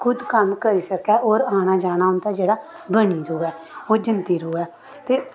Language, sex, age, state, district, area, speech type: Dogri, female, 30-45, Jammu and Kashmir, Samba, rural, spontaneous